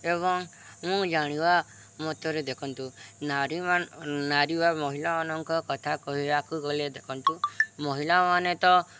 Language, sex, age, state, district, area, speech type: Odia, male, 18-30, Odisha, Subarnapur, urban, spontaneous